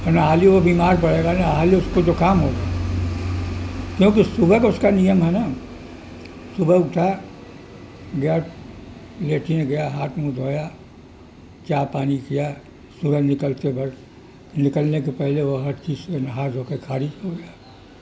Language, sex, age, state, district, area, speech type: Urdu, male, 60+, Uttar Pradesh, Mirzapur, rural, spontaneous